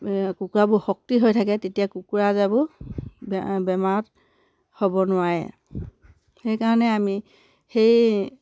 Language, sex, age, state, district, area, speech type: Assamese, female, 30-45, Assam, Sivasagar, rural, spontaneous